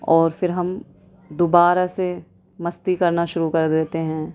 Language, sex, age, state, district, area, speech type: Urdu, female, 30-45, Delhi, South Delhi, rural, spontaneous